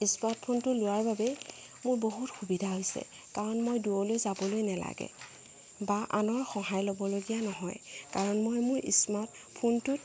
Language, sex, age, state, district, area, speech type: Assamese, female, 45-60, Assam, Morigaon, rural, spontaneous